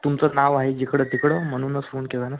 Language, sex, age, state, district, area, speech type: Marathi, male, 18-30, Maharashtra, Washim, urban, conversation